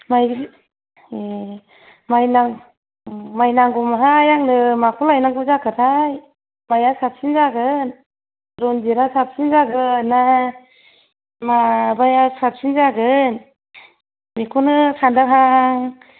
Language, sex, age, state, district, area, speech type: Bodo, female, 45-60, Assam, Kokrajhar, rural, conversation